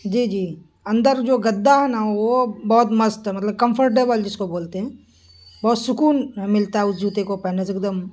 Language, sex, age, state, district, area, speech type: Urdu, male, 18-30, Bihar, Purnia, rural, spontaneous